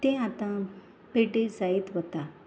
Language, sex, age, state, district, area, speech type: Goan Konkani, female, 30-45, Goa, Salcete, rural, spontaneous